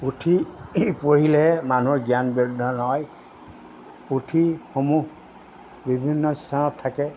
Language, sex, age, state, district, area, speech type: Assamese, male, 60+, Assam, Golaghat, urban, spontaneous